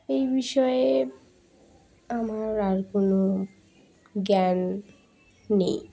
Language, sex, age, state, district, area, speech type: Bengali, female, 18-30, West Bengal, Dakshin Dinajpur, urban, spontaneous